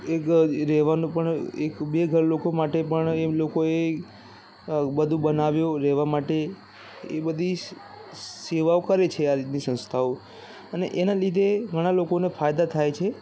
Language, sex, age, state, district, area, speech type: Gujarati, male, 18-30, Gujarat, Aravalli, urban, spontaneous